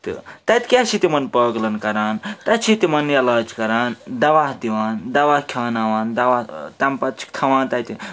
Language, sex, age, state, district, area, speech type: Kashmiri, male, 30-45, Jammu and Kashmir, Srinagar, urban, spontaneous